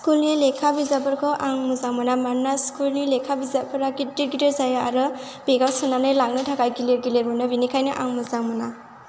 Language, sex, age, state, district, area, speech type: Bodo, female, 18-30, Assam, Chirang, rural, spontaneous